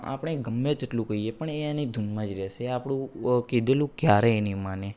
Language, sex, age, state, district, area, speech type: Gujarati, male, 18-30, Gujarat, Anand, urban, spontaneous